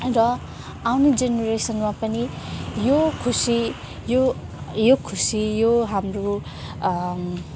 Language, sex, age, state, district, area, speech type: Nepali, female, 18-30, West Bengal, Jalpaiguri, rural, spontaneous